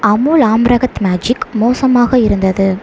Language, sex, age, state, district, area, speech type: Tamil, female, 18-30, Tamil Nadu, Sivaganga, rural, read